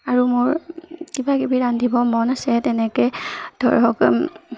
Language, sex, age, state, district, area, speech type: Assamese, female, 18-30, Assam, Barpeta, rural, spontaneous